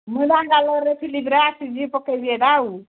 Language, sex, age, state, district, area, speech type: Odia, female, 60+, Odisha, Angul, rural, conversation